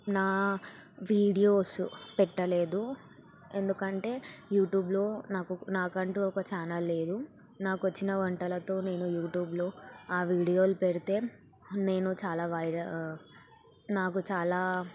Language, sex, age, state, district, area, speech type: Telugu, female, 18-30, Telangana, Sangareddy, urban, spontaneous